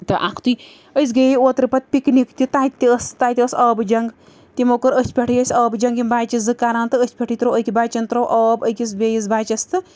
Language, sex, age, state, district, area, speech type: Kashmiri, female, 30-45, Jammu and Kashmir, Srinagar, urban, spontaneous